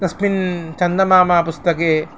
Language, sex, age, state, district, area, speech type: Sanskrit, male, 18-30, Tamil Nadu, Chennai, rural, spontaneous